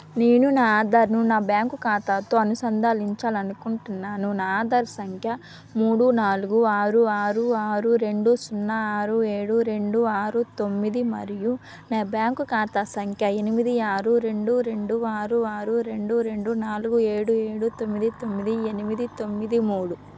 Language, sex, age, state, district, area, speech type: Telugu, female, 18-30, Andhra Pradesh, Nellore, rural, read